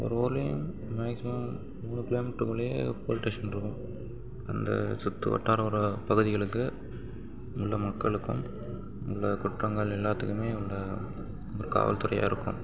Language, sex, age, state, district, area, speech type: Tamil, male, 45-60, Tamil Nadu, Tiruvarur, urban, spontaneous